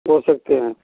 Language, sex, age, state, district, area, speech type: Hindi, male, 60+, Uttar Pradesh, Jaunpur, rural, conversation